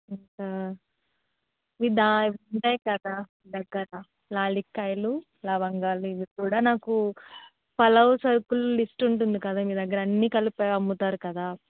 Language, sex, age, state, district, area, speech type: Telugu, female, 18-30, Andhra Pradesh, East Godavari, rural, conversation